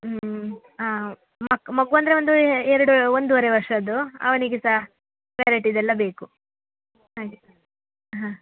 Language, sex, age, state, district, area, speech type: Kannada, female, 30-45, Karnataka, Udupi, rural, conversation